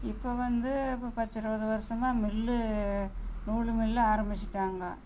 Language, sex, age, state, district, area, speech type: Tamil, female, 60+, Tamil Nadu, Namakkal, rural, spontaneous